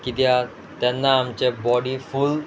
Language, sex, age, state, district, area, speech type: Goan Konkani, male, 18-30, Goa, Murmgao, rural, spontaneous